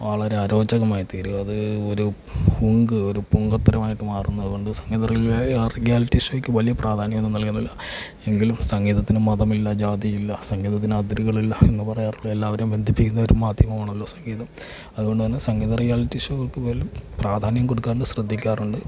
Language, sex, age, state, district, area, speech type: Malayalam, male, 45-60, Kerala, Alappuzha, rural, spontaneous